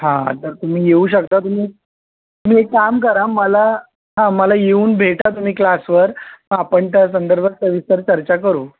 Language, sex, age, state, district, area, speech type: Marathi, male, 30-45, Maharashtra, Mumbai Suburban, urban, conversation